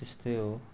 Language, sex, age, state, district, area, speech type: Nepali, male, 18-30, West Bengal, Darjeeling, rural, spontaneous